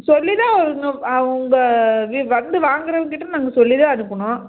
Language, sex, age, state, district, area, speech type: Tamil, female, 30-45, Tamil Nadu, Namakkal, rural, conversation